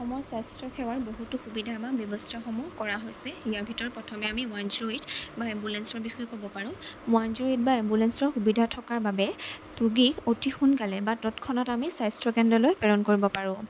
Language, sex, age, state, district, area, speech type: Assamese, female, 18-30, Assam, Jorhat, urban, spontaneous